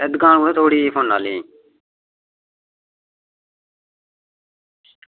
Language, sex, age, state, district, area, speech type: Dogri, male, 30-45, Jammu and Kashmir, Reasi, rural, conversation